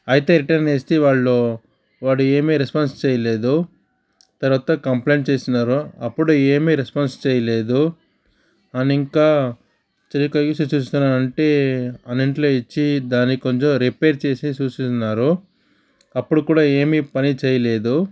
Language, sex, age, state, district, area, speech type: Telugu, male, 30-45, Andhra Pradesh, Chittoor, rural, spontaneous